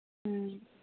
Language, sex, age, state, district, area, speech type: Manipuri, female, 18-30, Manipur, Kangpokpi, urban, conversation